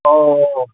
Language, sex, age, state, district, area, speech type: Manipuri, male, 60+, Manipur, Kangpokpi, urban, conversation